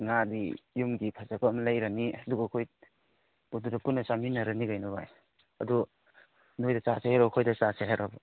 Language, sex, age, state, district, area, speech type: Manipuri, male, 18-30, Manipur, Kangpokpi, urban, conversation